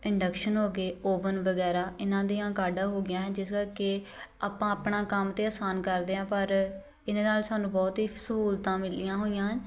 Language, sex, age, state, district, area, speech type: Punjabi, female, 18-30, Punjab, Shaheed Bhagat Singh Nagar, urban, spontaneous